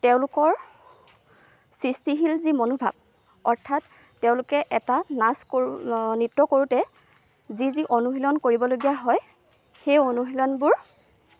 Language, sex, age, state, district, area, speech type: Assamese, female, 18-30, Assam, Lakhimpur, rural, spontaneous